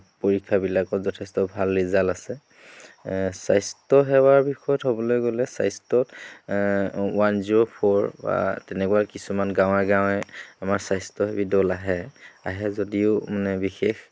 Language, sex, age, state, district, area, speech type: Assamese, male, 30-45, Assam, Dhemaji, rural, spontaneous